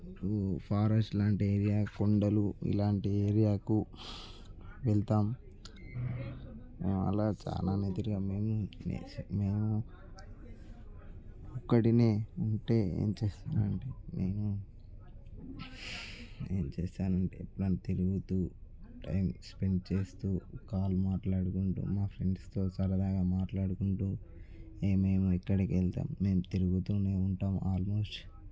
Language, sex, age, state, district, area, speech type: Telugu, male, 18-30, Telangana, Nirmal, rural, spontaneous